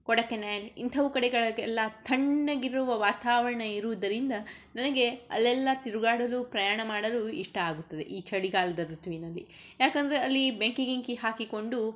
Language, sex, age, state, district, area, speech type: Kannada, female, 60+, Karnataka, Shimoga, rural, spontaneous